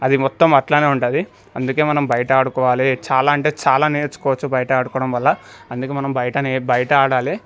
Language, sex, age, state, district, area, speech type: Telugu, male, 18-30, Telangana, Medchal, urban, spontaneous